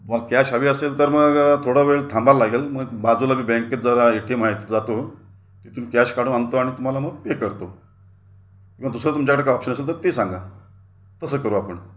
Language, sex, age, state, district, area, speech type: Marathi, male, 45-60, Maharashtra, Raigad, rural, spontaneous